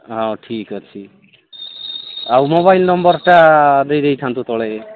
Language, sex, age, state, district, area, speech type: Odia, male, 45-60, Odisha, Nabarangpur, rural, conversation